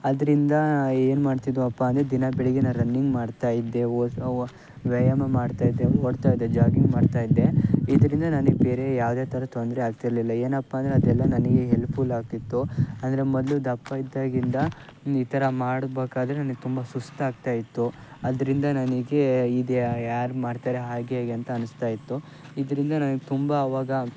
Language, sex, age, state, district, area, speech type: Kannada, male, 18-30, Karnataka, Shimoga, rural, spontaneous